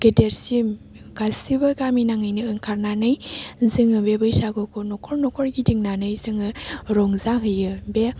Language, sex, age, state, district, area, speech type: Bodo, female, 18-30, Assam, Baksa, rural, spontaneous